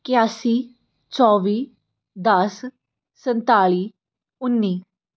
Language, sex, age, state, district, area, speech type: Punjabi, female, 18-30, Punjab, Fatehgarh Sahib, urban, spontaneous